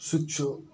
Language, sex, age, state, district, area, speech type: Kashmiri, male, 18-30, Jammu and Kashmir, Bandipora, rural, spontaneous